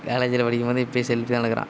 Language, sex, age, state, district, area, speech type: Tamil, male, 18-30, Tamil Nadu, Nagapattinam, rural, spontaneous